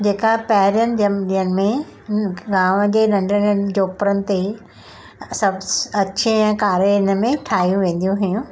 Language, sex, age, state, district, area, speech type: Sindhi, female, 60+, Maharashtra, Mumbai Suburban, urban, spontaneous